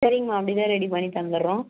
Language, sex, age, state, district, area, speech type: Tamil, female, 60+, Tamil Nadu, Dharmapuri, urban, conversation